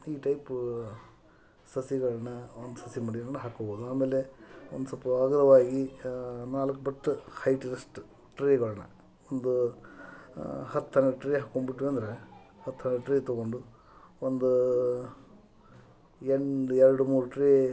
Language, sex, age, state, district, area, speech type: Kannada, male, 45-60, Karnataka, Koppal, rural, spontaneous